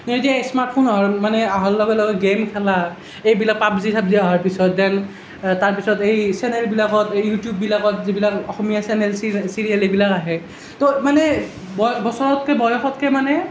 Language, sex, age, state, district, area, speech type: Assamese, male, 18-30, Assam, Nalbari, rural, spontaneous